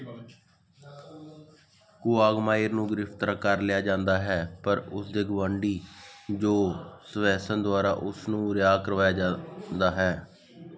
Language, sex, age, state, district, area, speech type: Punjabi, male, 18-30, Punjab, Muktsar, rural, read